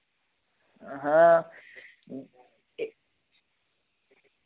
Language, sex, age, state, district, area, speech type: Hindi, male, 18-30, Uttar Pradesh, Varanasi, urban, conversation